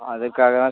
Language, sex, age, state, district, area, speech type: Tamil, male, 18-30, Tamil Nadu, Cuddalore, rural, conversation